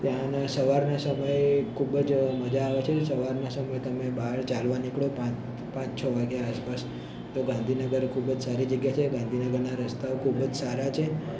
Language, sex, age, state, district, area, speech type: Gujarati, male, 18-30, Gujarat, Ahmedabad, urban, spontaneous